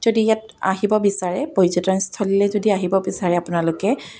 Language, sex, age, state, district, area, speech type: Assamese, female, 30-45, Assam, Dibrugarh, rural, spontaneous